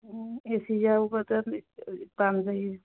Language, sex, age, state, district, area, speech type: Manipuri, female, 45-60, Manipur, Churachandpur, urban, conversation